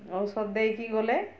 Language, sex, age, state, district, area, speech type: Odia, female, 60+, Odisha, Mayurbhanj, rural, spontaneous